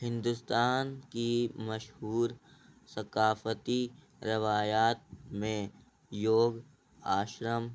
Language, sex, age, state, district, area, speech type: Urdu, male, 18-30, Delhi, North East Delhi, rural, spontaneous